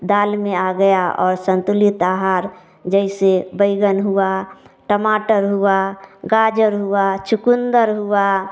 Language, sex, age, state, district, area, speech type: Hindi, female, 30-45, Bihar, Samastipur, rural, spontaneous